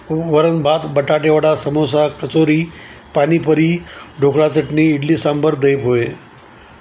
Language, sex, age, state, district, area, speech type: Marathi, male, 60+, Maharashtra, Nanded, rural, spontaneous